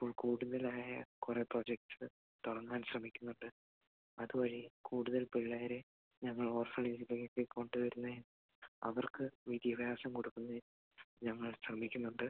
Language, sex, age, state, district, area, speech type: Malayalam, male, 18-30, Kerala, Idukki, rural, conversation